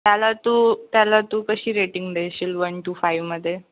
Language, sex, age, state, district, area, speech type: Marathi, female, 18-30, Maharashtra, Ratnagiri, rural, conversation